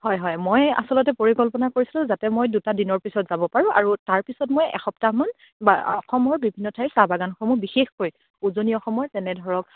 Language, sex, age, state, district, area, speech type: Assamese, female, 30-45, Assam, Dibrugarh, rural, conversation